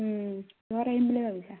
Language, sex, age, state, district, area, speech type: Assamese, female, 18-30, Assam, Dibrugarh, rural, conversation